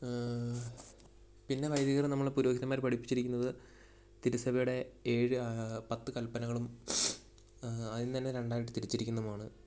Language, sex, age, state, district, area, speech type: Malayalam, male, 18-30, Kerala, Idukki, rural, spontaneous